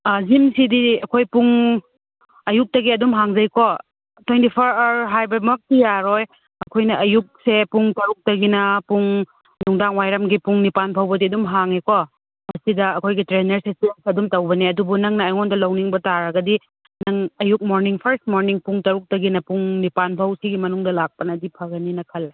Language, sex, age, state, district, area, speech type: Manipuri, female, 30-45, Manipur, Senapati, rural, conversation